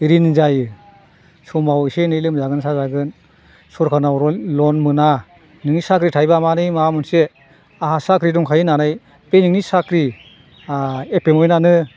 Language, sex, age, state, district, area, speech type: Bodo, male, 60+, Assam, Chirang, rural, spontaneous